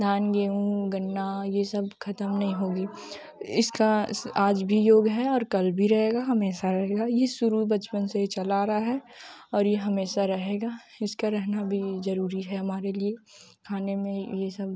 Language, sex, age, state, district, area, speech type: Hindi, female, 18-30, Uttar Pradesh, Jaunpur, rural, spontaneous